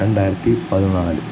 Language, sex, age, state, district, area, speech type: Malayalam, male, 18-30, Kerala, Kottayam, rural, spontaneous